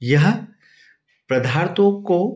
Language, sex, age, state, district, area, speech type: Hindi, male, 45-60, Madhya Pradesh, Ujjain, urban, spontaneous